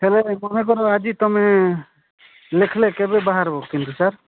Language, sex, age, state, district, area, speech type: Odia, male, 45-60, Odisha, Nabarangpur, rural, conversation